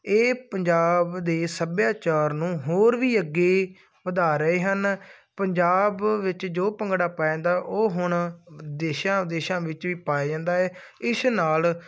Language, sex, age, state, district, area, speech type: Punjabi, male, 18-30, Punjab, Muktsar, rural, spontaneous